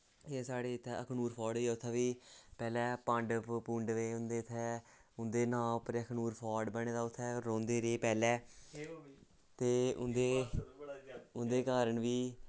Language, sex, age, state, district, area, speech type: Dogri, male, 18-30, Jammu and Kashmir, Samba, urban, spontaneous